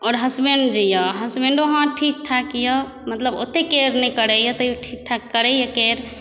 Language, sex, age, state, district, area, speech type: Maithili, female, 18-30, Bihar, Supaul, rural, spontaneous